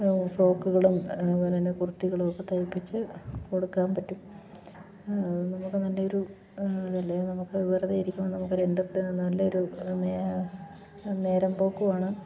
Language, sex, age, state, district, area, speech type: Malayalam, female, 45-60, Kerala, Idukki, rural, spontaneous